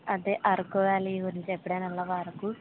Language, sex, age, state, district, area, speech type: Telugu, female, 18-30, Andhra Pradesh, Eluru, rural, conversation